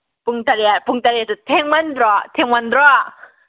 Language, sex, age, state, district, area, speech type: Manipuri, female, 18-30, Manipur, Kakching, rural, conversation